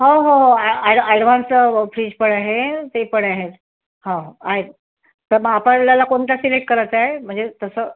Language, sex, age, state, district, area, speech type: Marathi, female, 30-45, Maharashtra, Amravati, urban, conversation